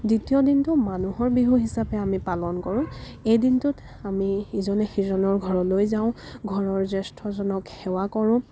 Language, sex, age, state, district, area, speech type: Assamese, female, 30-45, Assam, Dibrugarh, rural, spontaneous